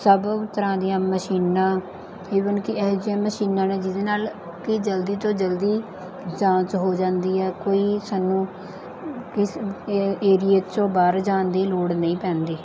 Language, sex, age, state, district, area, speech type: Punjabi, female, 30-45, Punjab, Mansa, rural, spontaneous